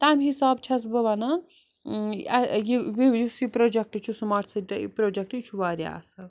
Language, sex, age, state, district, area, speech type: Kashmiri, female, 60+, Jammu and Kashmir, Srinagar, urban, spontaneous